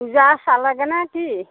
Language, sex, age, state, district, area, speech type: Assamese, female, 60+, Assam, Majuli, urban, conversation